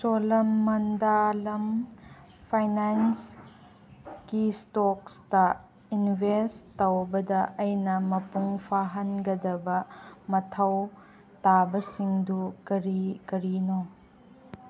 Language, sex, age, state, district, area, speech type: Manipuri, female, 18-30, Manipur, Chandel, rural, read